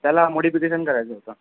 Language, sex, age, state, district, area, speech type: Marathi, male, 45-60, Maharashtra, Amravati, urban, conversation